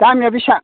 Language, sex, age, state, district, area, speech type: Bodo, male, 60+, Assam, Udalguri, rural, conversation